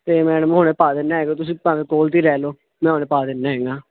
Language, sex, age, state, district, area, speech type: Punjabi, male, 18-30, Punjab, Ludhiana, urban, conversation